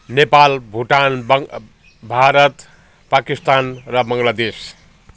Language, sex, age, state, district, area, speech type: Nepali, male, 60+, West Bengal, Jalpaiguri, urban, spontaneous